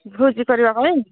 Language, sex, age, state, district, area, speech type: Odia, female, 60+, Odisha, Angul, rural, conversation